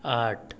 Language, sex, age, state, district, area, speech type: Hindi, male, 30-45, Uttar Pradesh, Azamgarh, rural, read